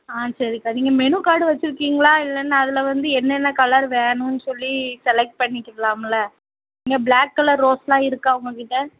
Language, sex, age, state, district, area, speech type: Tamil, female, 30-45, Tamil Nadu, Thoothukudi, rural, conversation